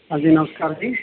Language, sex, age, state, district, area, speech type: Punjabi, male, 45-60, Punjab, Mansa, rural, conversation